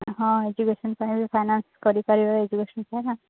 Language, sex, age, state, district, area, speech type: Odia, female, 18-30, Odisha, Sundergarh, urban, conversation